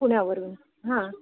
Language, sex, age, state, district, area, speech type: Marathi, female, 45-60, Maharashtra, Ratnagiri, rural, conversation